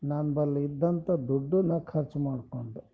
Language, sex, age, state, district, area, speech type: Kannada, male, 45-60, Karnataka, Bidar, urban, spontaneous